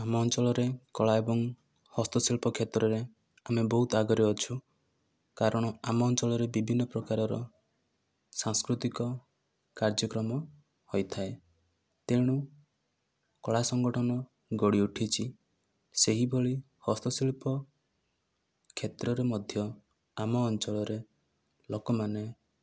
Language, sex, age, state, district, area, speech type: Odia, male, 18-30, Odisha, Kandhamal, rural, spontaneous